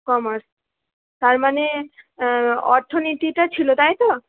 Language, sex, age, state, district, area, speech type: Bengali, female, 18-30, West Bengal, Purba Bardhaman, urban, conversation